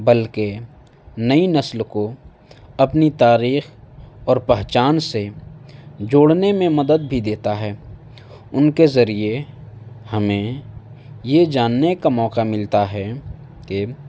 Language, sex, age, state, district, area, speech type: Urdu, male, 18-30, Delhi, North East Delhi, urban, spontaneous